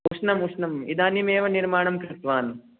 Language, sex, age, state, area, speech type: Sanskrit, male, 18-30, Rajasthan, rural, conversation